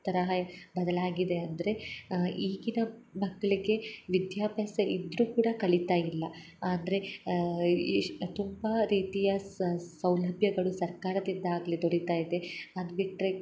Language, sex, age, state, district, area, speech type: Kannada, female, 18-30, Karnataka, Hassan, urban, spontaneous